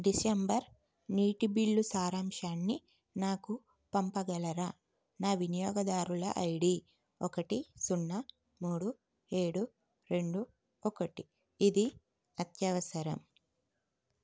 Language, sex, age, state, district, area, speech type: Telugu, female, 30-45, Telangana, Karimnagar, urban, read